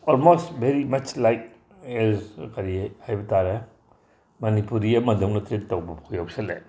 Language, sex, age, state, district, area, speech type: Manipuri, male, 60+, Manipur, Tengnoupal, rural, spontaneous